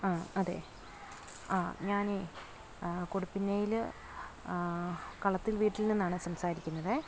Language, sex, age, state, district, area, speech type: Malayalam, female, 30-45, Kerala, Alappuzha, rural, spontaneous